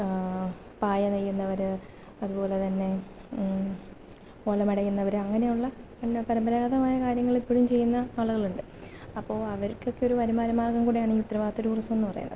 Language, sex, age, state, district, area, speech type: Malayalam, female, 18-30, Kerala, Kottayam, rural, spontaneous